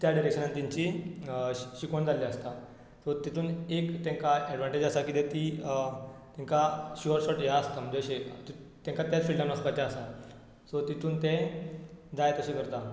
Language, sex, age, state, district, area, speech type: Goan Konkani, male, 18-30, Goa, Tiswadi, rural, spontaneous